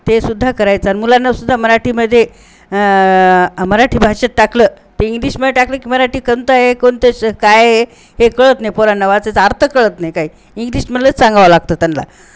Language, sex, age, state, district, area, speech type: Marathi, female, 60+, Maharashtra, Nanded, rural, spontaneous